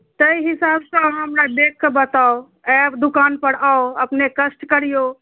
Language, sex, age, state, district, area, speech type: Maithili, female, 30-45, Bihar, Madhubani, rural, conversation